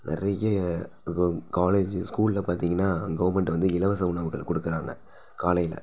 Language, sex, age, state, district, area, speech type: Tamil, male, 30-45, Tamil Nadu, Thanjavur, rural, spontaneous